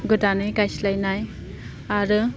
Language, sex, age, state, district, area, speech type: Bodo, female, 18-30, Assam, Udalguri, rural, spontaneous